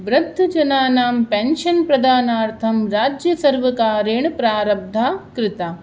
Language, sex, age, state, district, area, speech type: Sanskrit, other, 30-45, Rajasthan, Jaipur, urban, spontaneous